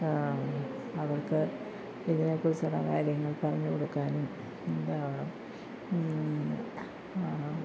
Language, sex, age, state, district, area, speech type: Malayalam, female, 60+, Kerala, Kollam, rural, spontaneous